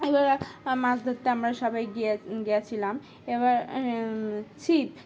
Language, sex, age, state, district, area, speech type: Bengali, female, 18-30, West Bengal, Dakshin Dinajpur, urban, spontaneous